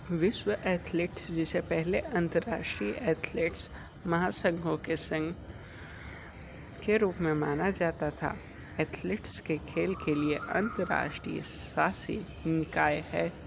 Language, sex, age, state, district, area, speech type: Hindi, male, 60+, Uttar Pradesh, Sonbhadra, rural, read